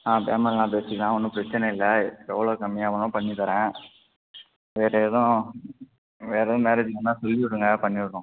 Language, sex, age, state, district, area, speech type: Tamil, male, 18-30, Tamil Nadu, Thanjavur, rural, conversation